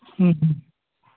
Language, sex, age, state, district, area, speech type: Assamese, male, 45-60, Assam, Barpeta, rural, conversation